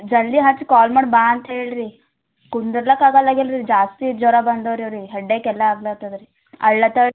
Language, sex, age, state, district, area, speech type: Kannada, female, 18-30, Karnataka, Gulbarga, urban, conversation